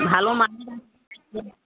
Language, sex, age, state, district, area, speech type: Bengali, female, 45-60, West Bengal, Darjeeling, urban, conversation